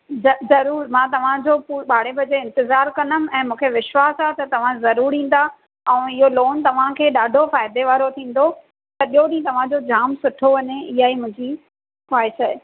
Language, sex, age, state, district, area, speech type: Sindhi, female, 30-45, Maharashtra, Thane, urban, conversation